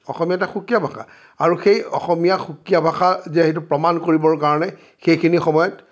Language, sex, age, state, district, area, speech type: Assamese, male, 45-60, Assam, Sonitpur, urban, spontaneous